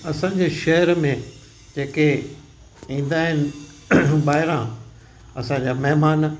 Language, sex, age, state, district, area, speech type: Sindhi, male, 60+, Gujarat, Kutch, rural, spontaneous